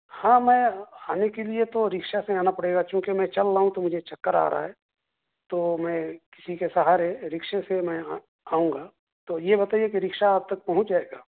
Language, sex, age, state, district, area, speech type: Urdu, male, 30-45, Bihar, East Champaran, rural, conversation